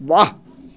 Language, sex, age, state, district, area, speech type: Maithili, male, 60+, Bihar, Muzaffarpur, rural, read